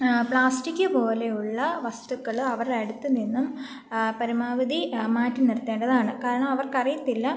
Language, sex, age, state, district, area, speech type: Malayalam, female, 18-30, Kerala, Pathanamthitta, rural, spontaneous